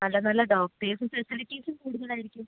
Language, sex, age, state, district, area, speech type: Malayalam, female, 60+, Kerala, Kozhikode, rural, conversation